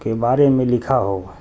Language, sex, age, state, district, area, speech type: Urdu, male, 60+, Delhi, South Delhi, urban, spontaneous